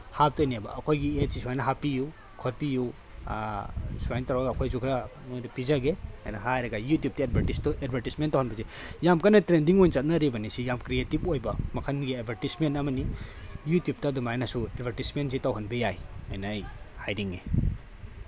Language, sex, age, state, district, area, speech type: Manipuri, male, 30-45, Manipur, Tengnoupal, rural, spontaneous